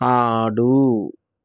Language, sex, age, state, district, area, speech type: Telugu, male, 30-45, Andhra Pradesh, East Godavari, rural, read